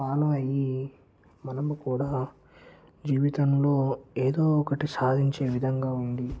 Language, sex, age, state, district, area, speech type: Telugu, male, 18-30, Telangana, Mancherial, rural, spontaneous